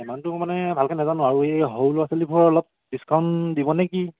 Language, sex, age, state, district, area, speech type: Assamese, male, 18-30, Assam, Sivasagar, urban, conversation